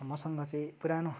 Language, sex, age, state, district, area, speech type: Nepali, male, 30-45, West Bengal, Darjeeling, rural, spontaneous